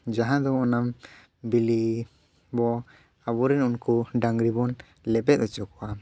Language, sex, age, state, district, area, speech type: Santali, male, 18-30, Jharkhand, Seraikela Kharsawan, rural, spontaneous